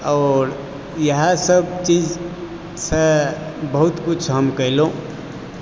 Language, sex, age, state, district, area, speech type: Maithili, male, 45-60, Bihar, Supaul, rural, spontaneous